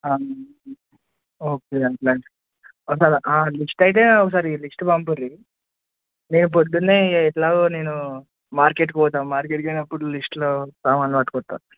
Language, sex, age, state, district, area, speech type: Telugu, male, 18-30, Telangana, Adilabad, urban, conversation